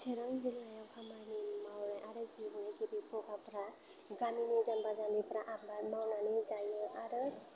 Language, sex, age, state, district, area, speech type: Bodo, female, 18-30, Assam, Chirang, urban, spontaneous